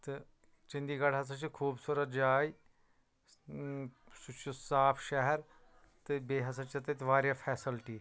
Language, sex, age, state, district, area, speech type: Kashmiri, male, 30-45, Jammu and Kashmir, Anantnag, rural, spontaneous